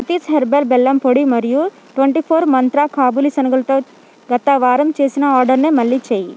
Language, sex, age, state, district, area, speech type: Telugu, female, 18-30, Telangana, Hyderabad, rural, read